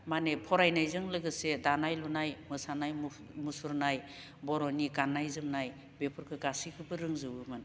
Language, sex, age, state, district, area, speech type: Bodo, female, 60+, Assam, Baksa, urban, spontaneous